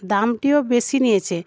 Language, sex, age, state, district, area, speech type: Bengali, female, 45-60, West Bengal, Paschim Medinipur, rural, spontaneous